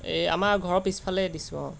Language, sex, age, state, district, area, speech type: Assamese, male, 18-30, Assam, Golaghat, urban, spontaneous